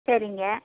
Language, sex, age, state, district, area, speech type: Tamil, female, 60+, Tamil Nadu, Erode, urban, conversation